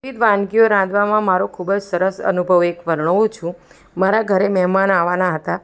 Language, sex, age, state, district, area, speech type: Gujarati, female, 45-60, Gujarat, Ahmedabad, urban, spontaneous